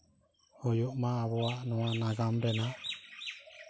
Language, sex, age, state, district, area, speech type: Santali, male, 30-45, West Bengal, Purulia, rural, spontaneous